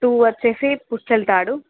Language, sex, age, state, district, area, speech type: Telugu, female, 45-60, Andhra Pradesh, Srikakulam, urban, conversation